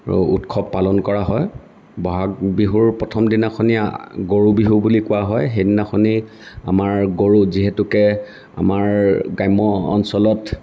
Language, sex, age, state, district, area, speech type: Assamese, male, 45-60, Assam, Lakhimpur, rural, spontaneous